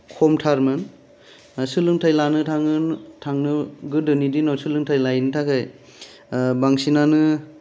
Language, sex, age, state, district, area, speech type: Bodo, male, 30-45, Assam, Kokrajhar, urban, spontaneous